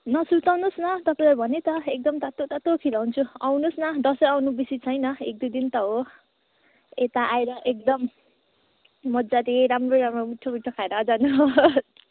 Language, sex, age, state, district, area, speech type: Nepali, female, 18-30, West Bengal, Kalimpong, rural, conversation